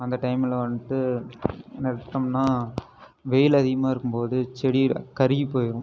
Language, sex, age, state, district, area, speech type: Tamil, male, 18-30, Tamil Nadu, Erode, rural, spontaneous